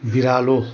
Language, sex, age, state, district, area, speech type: Nepali, male, 60+, West Bengal, Kalimpong, rural, read